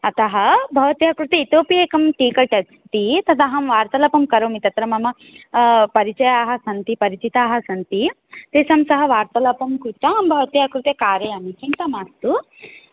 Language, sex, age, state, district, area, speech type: Sanskrit, female, 18-30, Odisha, Ganjam, urban, conversation